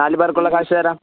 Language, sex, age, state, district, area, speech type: Malayalam, male, 18-30, Kerala, Pathanamthitta, rural, conversation